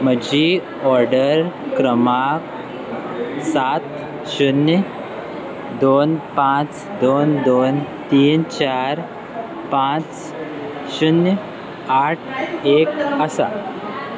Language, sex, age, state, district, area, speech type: Goan Konkani, male, 18-30, Goa, Salcete, rural, read